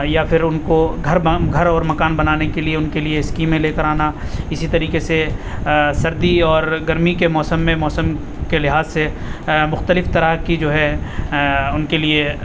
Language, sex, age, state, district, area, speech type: Urdu, male, 30-45, Uttar Pradesh, Aligarh, urban, spontaneous